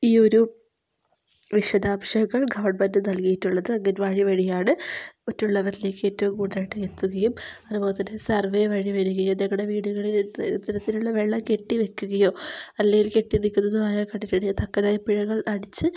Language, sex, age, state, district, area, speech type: Malayalam, female, 18-30, Kerala, Wayanad, rural, spontaneous